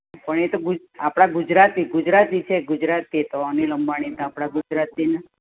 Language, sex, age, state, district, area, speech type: Gujarati, female, 60+, Gujarat, Ahmedabad, urban, conversation